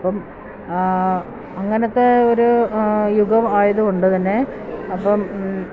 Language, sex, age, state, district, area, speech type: Malayalam, female, 45-60, Kerala, Kottayam, rural, spontaneous